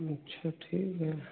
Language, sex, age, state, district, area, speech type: Hindi, male, 45-60, Uttar Pradesh, Hardoi, rural, conversation